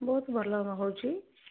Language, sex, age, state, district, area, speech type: Odia, female, 60+, Odisha, Jharsuguda, rural, conversation